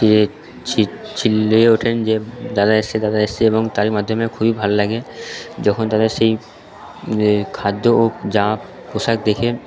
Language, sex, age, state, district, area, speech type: Bengali, male, 18-30, West Bengal, Purba Bardhaman, urban, spontaneous